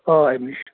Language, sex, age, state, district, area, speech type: Kashmiri, male, 30-45, Jammu and Kashmir, Bandipora, rural, conversation